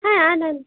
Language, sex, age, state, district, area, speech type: Bengali, female, 18-30, West Bengal, Jhargram, rural, conversation